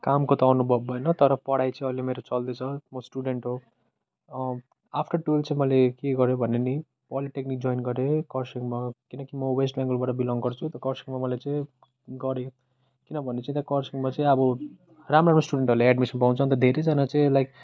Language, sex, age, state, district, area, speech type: Nepali, male, 18-30, West Bengal, Darjeeling, rural, spontaneous